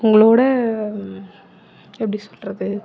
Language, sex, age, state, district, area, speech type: Tamil, female, 18-30, Tamil Nadu, Tiruvarur, urban, spontaneous